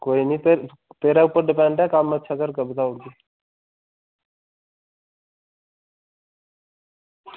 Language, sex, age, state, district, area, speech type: Dogri, male, 30-45, Jammu and Kashmir, Udhampur, rural, conversation